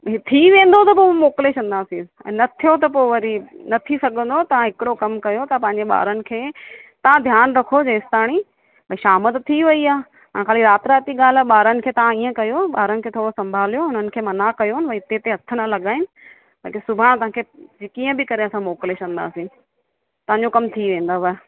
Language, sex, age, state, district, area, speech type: Sindhi, female, 30-45, Rajasthan, Ajmer, urban, conversation